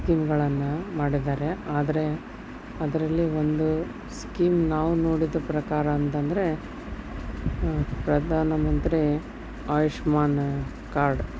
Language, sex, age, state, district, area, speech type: Kannada, female, 30-45, Karnataka, Koppal, rural, spontaneous